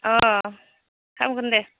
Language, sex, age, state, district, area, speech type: Bodo, female, 30-45, Assam, Udalguri, urban, conversation